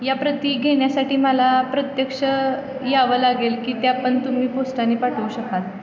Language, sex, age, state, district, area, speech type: Marathi, female, 18-30, Maharashtra, Satara, urban, spontaneous